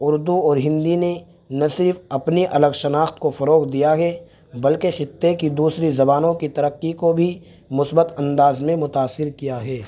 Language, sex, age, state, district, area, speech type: Urdu, male, 18-30, Uttar Pradesh, Saharanpur, urban, spontaneous